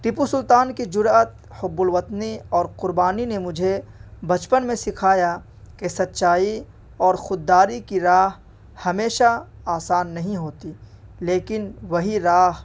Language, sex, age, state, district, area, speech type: Urdu, male, 18-30, Delhi, North East Delhi, rural, spontaneous